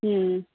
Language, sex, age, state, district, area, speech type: Tamil, female, 30-45, Tamil Nadu, Thanjavur, urban, conversation